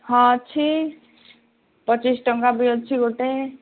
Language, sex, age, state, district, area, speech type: Odia, female, 60+, Odisha, Gajapati, rural, conversation